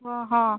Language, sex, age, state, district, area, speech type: Odia, female, 18-30, Odisha, Balasore, rural, conversation